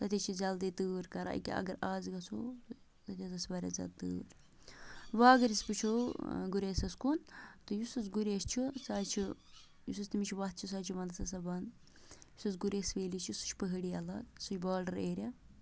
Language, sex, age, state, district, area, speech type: Kashmiri, female, 18-30, Jammu and Kashmir, Bandipora, rural, spontaneous